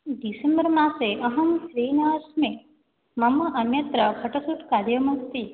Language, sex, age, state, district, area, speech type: Sanskrit, female, 18-30, Odisha, Nayagarh, rural, conversation